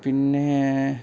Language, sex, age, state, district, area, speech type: Malayalam, male, 18-30, Kerala, Thiruvananthapuram, rural, spontaneous